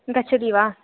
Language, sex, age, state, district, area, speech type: Sanskrit, female, 18-30, Kerala, Thrissur, rural, conversation